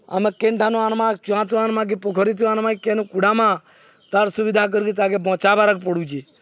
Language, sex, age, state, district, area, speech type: Odia, male, 45-60, Odisha, Balangir, urban, spontaneous